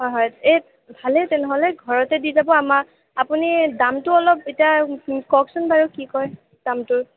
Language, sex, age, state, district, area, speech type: Assamese, female, 18-30, Assam, Sonitpur, rural, conversation